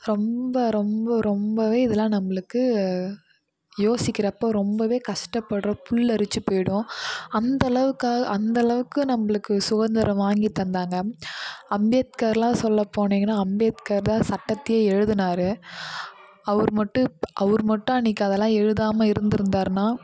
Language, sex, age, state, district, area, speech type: Tamil, female, 18-30, Tamil Nadu, Kallakurichi, urban, spontaneous